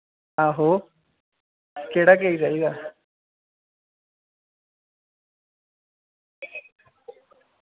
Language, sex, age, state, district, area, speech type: Dogri, male, 18-30, Jammu and Kashmir, Udhampur, rural, conversation